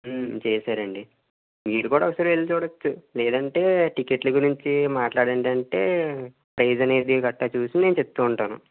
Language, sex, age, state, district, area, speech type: Telugu, male, 45-60, Andhra Pradesh, Eluru, urban, conversation